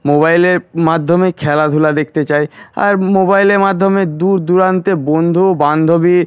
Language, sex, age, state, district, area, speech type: Bengali, male, 18-30, West Bengal, Paschim Medinipur, rural, spontaneous